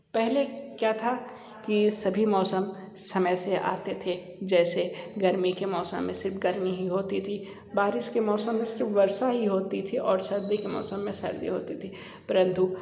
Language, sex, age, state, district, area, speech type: Hindi, male, 60+, Uttar Pradesh, Sonbhadra, rural, spontaneous